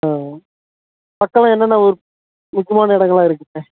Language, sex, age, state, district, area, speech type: Tamil, male, 45-60, Tamil Nadu, Dharmapuri, rural, conversation